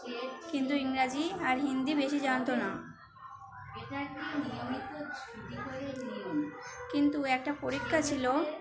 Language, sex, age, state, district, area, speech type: Bengali, female, 18-30, West Bengal, Birbhum, urban, spontaneous